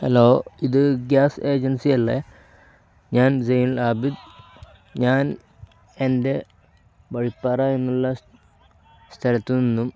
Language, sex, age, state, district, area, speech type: Malayalam, male, 18-30, Kerala, Kozhikode, rural, spontaneous